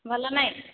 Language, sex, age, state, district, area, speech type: Odia, female, 30-45, Odisha, Nayagarh, rural, conversation